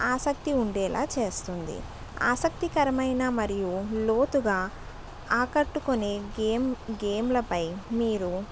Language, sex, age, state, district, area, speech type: Telugu, female, 60+, Andhra Pradesh, East Godavari, urban, spontaneous